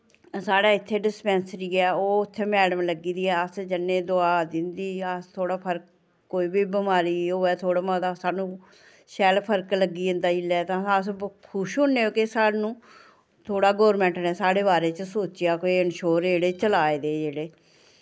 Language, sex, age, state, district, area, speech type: Dogri, female, 45-60, Jammu and Kashmir, Samba, urban, spontaneous